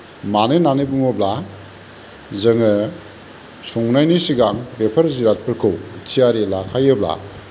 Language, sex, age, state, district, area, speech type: Bodo, male, 45-60, Assam, Kokrajhar, rural, spontaneous